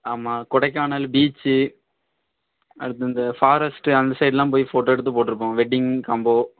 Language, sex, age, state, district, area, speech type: Tamil, male, 18-30, Tamil Nadu, Thoothukudi, rural, conversation